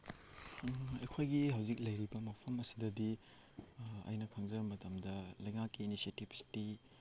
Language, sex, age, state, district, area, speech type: Manipuri, male, 18-30, Manipur, Chandel, rural, spontaneous